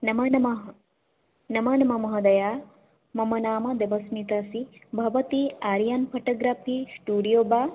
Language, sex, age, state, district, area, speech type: Sanskrit, female, 18-30, Odisha, Mayurbhanj, rural, conversation